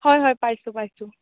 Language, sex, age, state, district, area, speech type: Assamese, female, 18-30, Assam, Sonitpur, urban, conversation